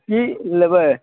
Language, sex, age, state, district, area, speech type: Maithili, male, 60+, Bihar, Araria, urban, conversation